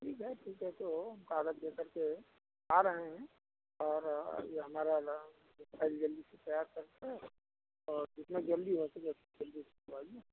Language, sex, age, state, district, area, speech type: Hindi, male, 60+, Uttar Pradesh, Sitapur, rural, conversation